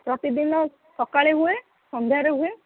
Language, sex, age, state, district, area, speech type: Odia, female, 18-30, Odisha, Sundergarh, urban, conversation